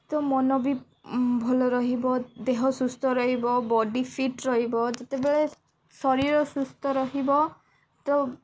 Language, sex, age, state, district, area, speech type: Odia, female, 18-30, Odisha, Nabarangpur, urban, spontaneous